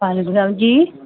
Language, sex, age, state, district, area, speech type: Urdu, female, 30-45, Uttar Pradesh, Muzaffarnagar, urban, conversation